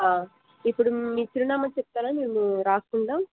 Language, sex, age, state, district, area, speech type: Telugu, female, 60+, Andhra Pradesh, Krishna, urban, conversation